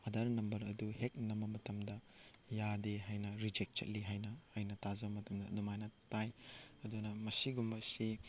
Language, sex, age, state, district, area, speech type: Manipuri, male, 18-30, Manipur, Chandel, rural, spontaneous